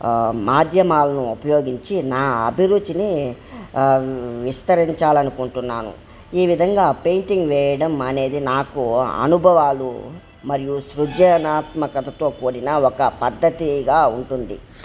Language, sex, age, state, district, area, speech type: Telugu, male, 30-45, Andhra Pradesh, Kadapa, rural, spontaneous